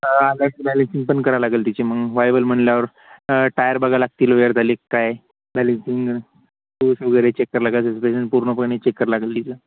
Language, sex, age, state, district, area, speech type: Marathi, male, 18-30, Maharashtra, Hingoli, urban, conversation